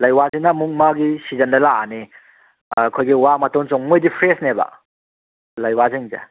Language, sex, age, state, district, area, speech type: Manipuri, male, 30-45, Manipur, Kangpokpi, urban, conversation